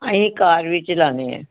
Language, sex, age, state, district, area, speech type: Punjabi, female, 60+, Punjab, Pathankot, rural, conversation